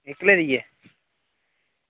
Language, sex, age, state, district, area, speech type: Dogri, male, 18-30, Jammu and Kashmir, Udhampur, rural, conversation